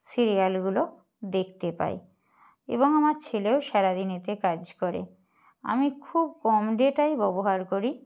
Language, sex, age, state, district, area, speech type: Bengali, female, 60+, West Bengal, Purba Medinipur, rural, spontaneous